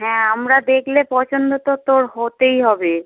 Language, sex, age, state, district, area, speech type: Bengali, male, 30-45, West Bengal, Howrah, urban, conversation